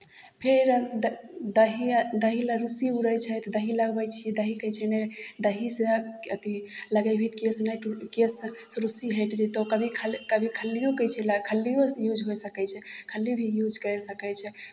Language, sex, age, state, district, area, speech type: Maithili, female, 18-30, Bihar, Begusarai, rural, spontaneous